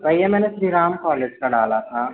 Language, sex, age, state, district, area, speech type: Hindi, male, 18-30, Madhya Pradesh, Jabalpur, urban, conversation